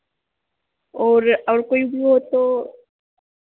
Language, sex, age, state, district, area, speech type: Hindi, female, 30-45, Madhya Pradesh, Harda, urban, conversation